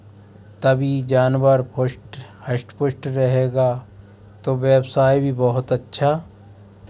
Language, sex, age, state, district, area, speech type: Hindi, male, 45-60, Madhya Pradesh, Hoshangabad, urban, spontaneous